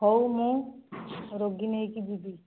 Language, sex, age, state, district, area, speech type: Odia, female, 45-60, Odisha, Jajpur, rural, conversation